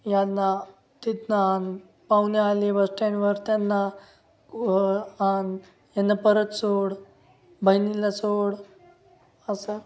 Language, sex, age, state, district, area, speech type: Marathi, male, 18-30, Maharashtra, Ahmednagar, rural, spontaneous